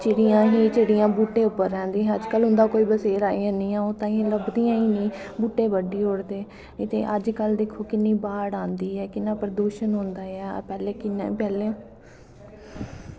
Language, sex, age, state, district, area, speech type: Dogri, female, 18-30, Jammu and Kashmir, Kathua, urban, spontaneous